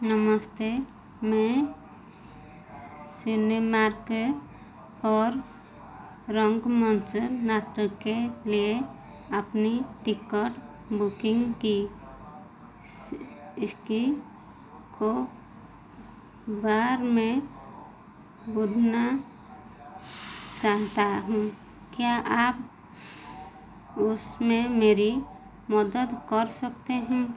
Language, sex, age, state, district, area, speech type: Hindi, female, 45-60, Madhya Pradesh, Chhindwara, rural, read